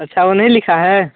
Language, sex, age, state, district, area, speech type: Hindi, male, 18-30, Uttar Pradesh, Sonbhadra, rural, conversation